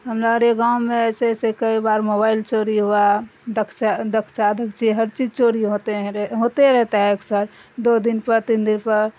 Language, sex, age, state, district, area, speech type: Urdu, female, 45-60, Bihar, Darbhanga, rural, spontaneous